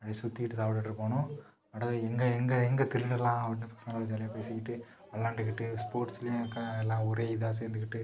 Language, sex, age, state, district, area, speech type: Tamil, male, 18-30, Tamil Nadu, Nagapattinam, rural, spontaneous